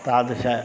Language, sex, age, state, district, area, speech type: Sanskrit, male, 60+, Tamil Nadu, Tiruchirappalli, urban, spontaneous